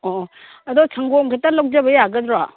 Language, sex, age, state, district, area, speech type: Manipuri, female, 60+, Manipur, Imphal East, rural, conversation